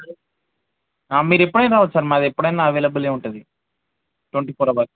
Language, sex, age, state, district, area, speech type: Telugu, male, 18-30, Telangana, Ranga Reddy, urban, conversation